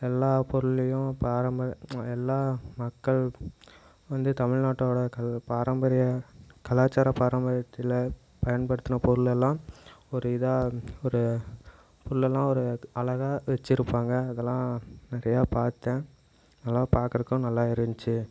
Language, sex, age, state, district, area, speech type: Tamil, male, 18-30, Tamil Nadu, Namakkal, rural, spontaneous